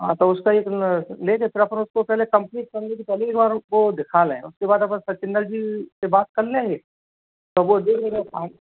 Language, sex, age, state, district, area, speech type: Hindi, male, 45-60, Madhya Pradesh, Gwalior, rural, conversation